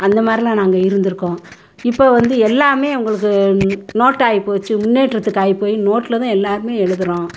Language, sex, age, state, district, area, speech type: Tamil, female, 60+, Tamil Nadu, Madurai, urban, spontaneous